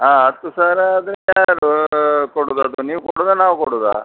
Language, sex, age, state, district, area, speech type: Kannada, male, 60+, Karnataka, Dakshina Kannada, rural, conversation